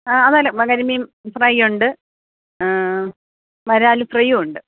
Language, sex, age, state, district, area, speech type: Malayalam, female, 45-60, Kerala, Alappuzha, rural, conversation